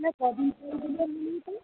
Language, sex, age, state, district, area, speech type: Bengali, female, 45-60, West Bengal, Birbhum, urban, conversation